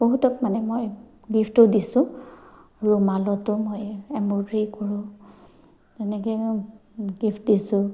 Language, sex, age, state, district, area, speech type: Assamese, female, 45-60, Assam, Kamrup Metropolitan, urban, spontaneous